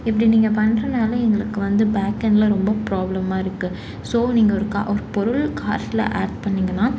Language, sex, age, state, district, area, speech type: Tamil, female, 18-30, Tamil Nadu, Salem, urban, spontaneous